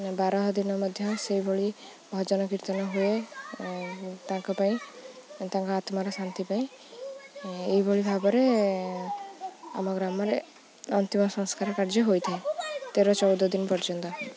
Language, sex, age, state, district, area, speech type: Odia, female, 18-30, Odisha, Jagatsinghpur, rural, spontaneous